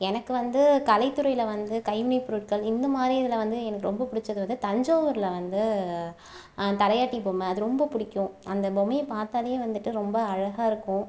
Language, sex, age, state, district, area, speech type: Tamil, female, 30-45, Tamil Nadu, Mayiladuthurai, rural, spontaneous